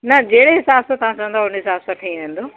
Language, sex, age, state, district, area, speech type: Sindhi, female, 30-45, Uttar Pradesh, Lucknow, rural, conversation